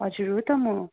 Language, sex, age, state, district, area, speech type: Nepali, female, 30-45, West Bengal, Darjeeling, rural, conversation